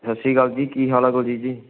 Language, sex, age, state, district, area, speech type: Punjabi, male, 18-30, Punjab, Faridkot, urban, conversation